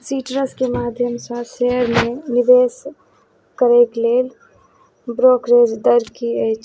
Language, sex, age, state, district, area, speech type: Maithili, female, 30-45, Bihar, Madhubani, rural, read